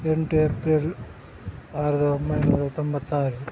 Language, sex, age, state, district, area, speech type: Kannada, male, 30-45, Karnataka, Udupi, rural, spontaneous